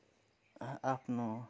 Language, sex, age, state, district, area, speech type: Nepali, male, 18-30, West Bengal, Kalimpong, rural, spontaneous